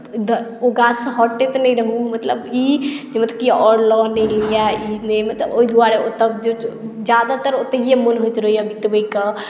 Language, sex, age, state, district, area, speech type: Maithili, female, 18-30, Bihar, Madhubani, rural, spontaneous